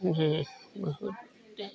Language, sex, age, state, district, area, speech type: Hindi, male, 45-60, Uttar Pradesh, Lucknow, rural, spontaneous